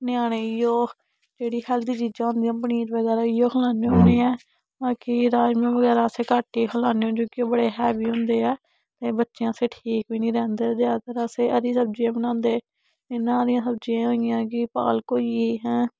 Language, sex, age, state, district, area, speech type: Dogri, female, 18-30, Jammu and Kashmir, Samba, urban, spontaneous